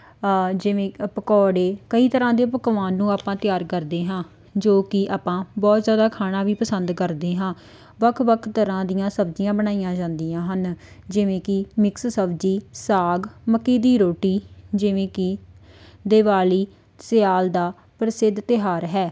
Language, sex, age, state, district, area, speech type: Punjabi, female, 18-30, Punjab, Tarn Taran, rural, spontaneous